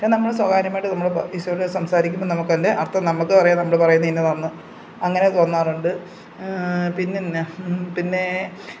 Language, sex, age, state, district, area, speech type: Malayalam, female, 45-60, Kerala, Pathanamthitta, rural, spontaneous